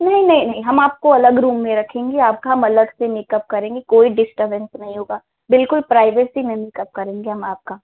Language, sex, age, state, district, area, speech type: Hindi, female, 18-30, Uttar Pradesh, Ghazipur, urban, conversation